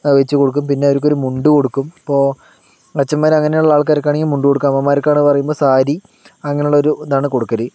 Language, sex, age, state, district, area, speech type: Malayalam, male, 30-45, Kerala, Palakkad, rural, spontaneous